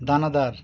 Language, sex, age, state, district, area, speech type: Bengali, male, 60+, West Bengal, Birbhum, urban, spontaneous